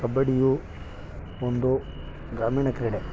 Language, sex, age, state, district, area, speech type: Kannada, male, 18-30, Karnataka, Mandya, urban, spontaneous